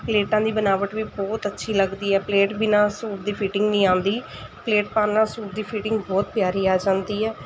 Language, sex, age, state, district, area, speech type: Punjabi, female, 30-45, Punjab, Mansa, urban, spontaneous